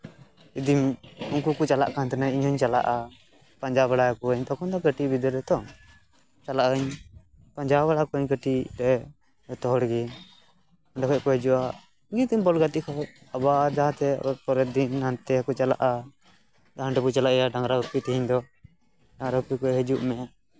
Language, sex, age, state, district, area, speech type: Santali, male, 18-30, West Bengal, Purba Bardhaman, rural, spontaneous